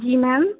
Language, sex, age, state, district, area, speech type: Hindi, female, 18-30, Madhya Pradesh, Betul, rural, conversation